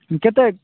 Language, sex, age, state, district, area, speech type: Odia, male, 45-60, Odisha, Nabarangpur, rural, conversation